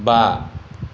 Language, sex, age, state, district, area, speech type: Bodo, male, 30-45, Assam, Kokrajhar, rural, read